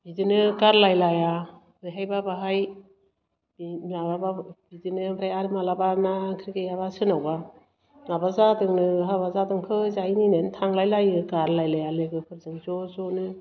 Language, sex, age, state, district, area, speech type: Bodo, female, 60+, Assam, Chirang, rural, spontaneous